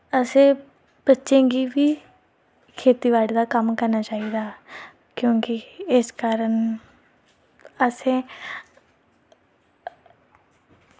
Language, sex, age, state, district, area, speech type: Dogri, female, 18-30, Jammu and Kashmir, Reasi, rural, spontaneous